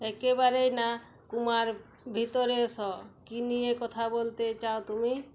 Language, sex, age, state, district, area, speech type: Bengali, female, 30-45, West Bengal, Uttar Dinajpur, rural, read